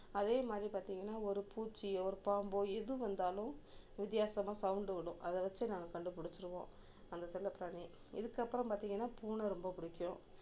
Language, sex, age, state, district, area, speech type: Tamil, female, 30-45, Tamil Nadu, Tiruchirappalli, rural, spontaneous